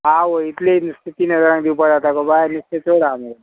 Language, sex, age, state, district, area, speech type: Goan Konkani, male, 45-60, Goa, Murmgao, rural, conversation